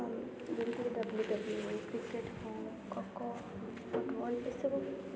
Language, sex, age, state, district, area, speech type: Odia, female, 18-30, Odisha, Rayagada, rural, spontaneous